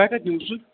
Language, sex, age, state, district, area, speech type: Kashmiri, male, 45-60, Jammu and Kashmir, Srinagar, rural, conversation